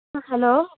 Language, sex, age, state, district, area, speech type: Malayalam, female, 18-30, Kerala, Pathanamthitta, rural, conversation